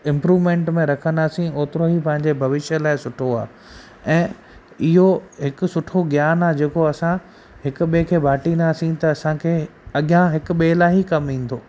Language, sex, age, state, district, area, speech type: Sindhi, male, 30-45, Gujarat, Kutch, rural, spontaneous